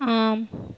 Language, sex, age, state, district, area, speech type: Tamil, female, 18-30, Tamil Nadu, Tiruvarur, rural, read